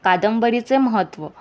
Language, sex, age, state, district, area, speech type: Goan Konkani, female, 18-30, Goa, Murmgao, urban, spontaneous